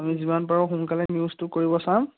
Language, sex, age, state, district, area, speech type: Assamese, male, 18-30, Assam, Biswanath, rural, conversation